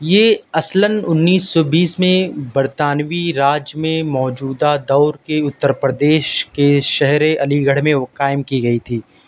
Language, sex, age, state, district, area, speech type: Urdu, male, 18-30, Delhi, South Delhi, urban, spontaneous